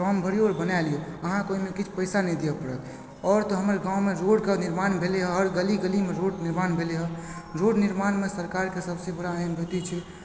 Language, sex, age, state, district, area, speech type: Maithili, male, 18-30, Bihar, Supaul, rural, spontaneous